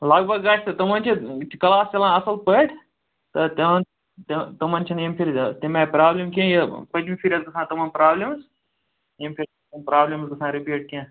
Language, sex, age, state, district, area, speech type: Kashmiri, male, 18-30, Jammu and Kashmir, Ganderbal, rural, conversation